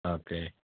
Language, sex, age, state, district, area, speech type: Malayalam, male, 30-45, Kerala, Idukki, rural, conversation